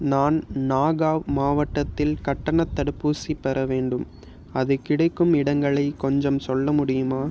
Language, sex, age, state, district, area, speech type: Tamil, male, 18-30, Tamil Nadu, Pudukkottai, rural, read